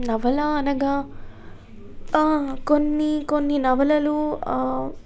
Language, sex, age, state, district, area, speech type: Telugu, female, 18-30, Telangana, Jagtial, rural, spontaneous